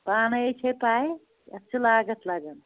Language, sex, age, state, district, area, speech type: Kashmiri, female, 45-60, Jammu and Kashmir, Anantnag, rural, conversation